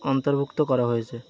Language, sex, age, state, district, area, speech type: Bengali, male, 45-60, West Bengal, Birbhum, urban, read